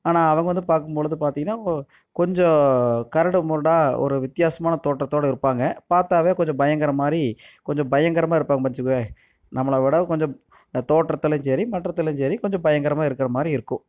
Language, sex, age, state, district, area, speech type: Tamil, male, 30-45, Tamil Nadu, Erode, rural, spontaneous